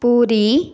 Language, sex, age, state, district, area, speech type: Odia, female, 18-30, Odisha, Kendrapara, urban, spontaneous